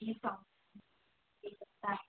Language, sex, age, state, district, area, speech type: Marathi, female, 18-30, Maharashtra, Aurangabad, rural, conversation